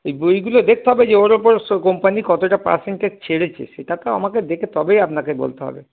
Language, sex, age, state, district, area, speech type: Bengali, male, 45-60, West Bengal, Darjeeling, rural, conversation